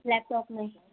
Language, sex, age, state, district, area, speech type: Sindhi, female, 30-45, Gujarat, Kutch, urban, conversation